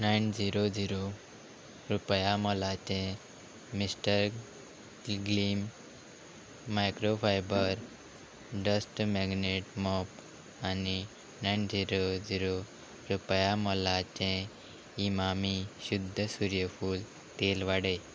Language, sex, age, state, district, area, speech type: Goan Konkani, male, 30-45, Goa, Quepem, rural, read